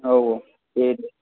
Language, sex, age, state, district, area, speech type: Bodo, male, 18-30, Assam, Kokrajhar, rural, conversation